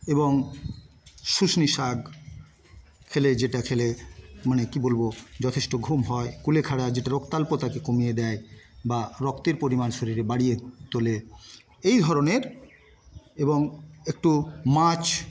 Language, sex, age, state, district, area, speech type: Bengali, male, 60+, West Bengal, Paschim Medinipur, rural, spontaneous